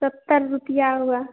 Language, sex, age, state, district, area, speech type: Hindi, female, 30-45, Bihar, Begusarai, urban, conversation